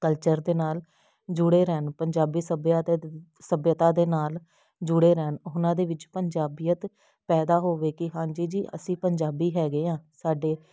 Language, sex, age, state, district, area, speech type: Punjabi, female, 30-45, Punjab, Jalandhar, urban, spontaneous